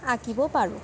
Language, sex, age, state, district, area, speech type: Assamese, female, 18-30, Assam, Kamrup Metropolitan, urban, spontaneous